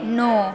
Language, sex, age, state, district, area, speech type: Nepali, female, 18-30, West Bengal, Alipurduar, urban, read